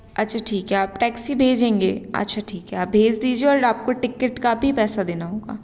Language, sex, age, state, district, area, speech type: Hindi, female, 18-30, Madhya Pradesh, Hoshangabad, rural, spontaneous